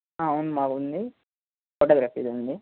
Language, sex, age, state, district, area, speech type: Telugu, male, 18-30, Andhra Pradesh, Eluru, urban, conversation